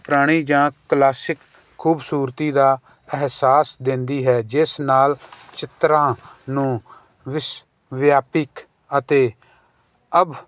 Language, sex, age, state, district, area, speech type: Punjabi, male, 45-60, Punjab, Jalandhar, urban, spontaneous